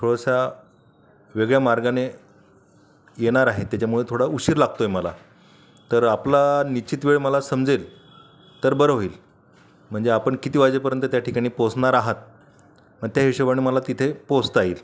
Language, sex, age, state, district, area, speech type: Marathi, male, 45-60, Maharashtra, Buldhana, rural, spontaneous